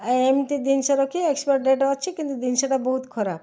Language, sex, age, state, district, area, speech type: Odia, female, 45-60, Odisha, Cuttack, urban, spontaneous